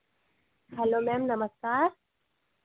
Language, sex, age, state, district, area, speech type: Hindi, female, 18-30, Madhya Pradesh, Harda, urban, conversation